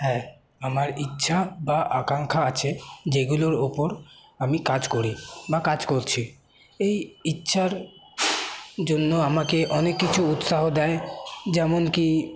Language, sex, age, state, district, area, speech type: Bengali, male, 18-30, West Bengal, Paschim Bardhaman, rural, spontaneous